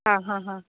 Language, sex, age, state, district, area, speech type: Goan Konkani, female, 30-45, Goa, Bardez, rural, conversation